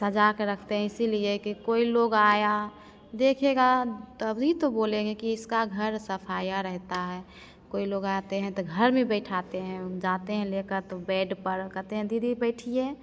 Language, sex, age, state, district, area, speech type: Hindi, female, 30-45, Bihar, Begusarai, urban, spontaneous